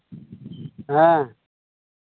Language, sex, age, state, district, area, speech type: Santali, male, 18-30, Jharkhand, Pakur, rural, conversation